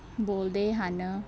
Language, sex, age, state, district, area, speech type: Punjabi, female, 18-30, Punjab, Shaheed Bhagat Singh Nagar, urban, spontaneous